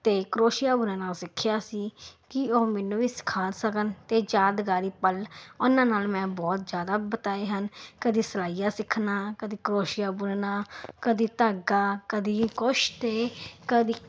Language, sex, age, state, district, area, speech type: Punjabi, female, 30-45, Punjab, Ludhiana, urban, spontaneous